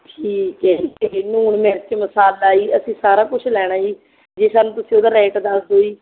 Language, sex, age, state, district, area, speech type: Punjabi, female, 30-45, Punjab, Barnala, rural, conversation